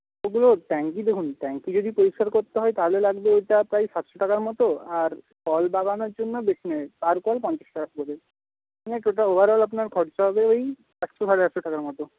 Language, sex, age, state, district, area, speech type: Bengali, male, 30-45, West Bengal, Paschim Medinipur, urban, conversation